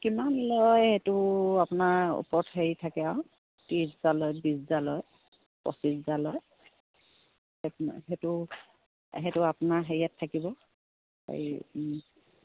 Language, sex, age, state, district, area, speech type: Assamese, female, 30-45, Assam, Sivasagar, rural, conversation